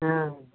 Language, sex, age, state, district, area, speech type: Hindi, female, 60+, Bihar, Madhepura, urban, conversation